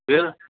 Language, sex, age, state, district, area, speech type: Hindi, female, 45-60, Rajasthan, Jaipur, urban, conversation